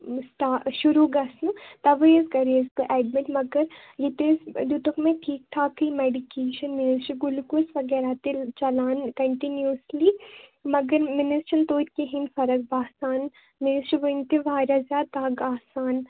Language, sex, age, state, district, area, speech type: Kashmiri, female, 18-30, Jammu and Kashmir, Baramulla, rural, conversation